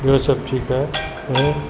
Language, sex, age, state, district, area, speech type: Sindhi, male, 60+, Uttar Pradesh, Lucknow, urban, spontaneous